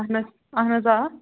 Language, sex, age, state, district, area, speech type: Kashmiri, female, 45-60, Jammu and Kashmir, Budgam, rural, conversation